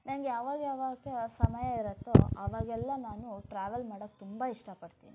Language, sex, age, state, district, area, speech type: Kannada, female, 30-45, Karnataka, Shimoga, rural, spontaneous